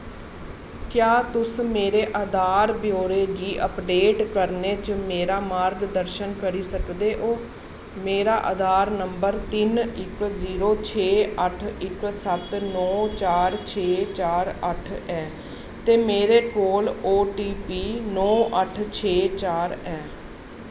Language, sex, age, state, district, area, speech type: Dogri, female, 30-45, Jammu and Kashmir, Jammu, urban, read